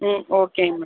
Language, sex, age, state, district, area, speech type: Tamil, female, 30-45, Tamil Nadu, Viluppuram, urban, conversation